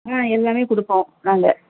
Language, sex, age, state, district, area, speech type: Tamil, female, 60+, Tamil Nadu, Kallakurichi, rural, conversation